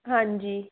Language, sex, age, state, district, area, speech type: Punjabi, female, 18-30, Punjab, Tarn Taran, rural, conversation